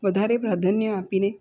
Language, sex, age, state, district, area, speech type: Gujarati, female, 45-60, Gujarat, Valsad, rural, spontaneous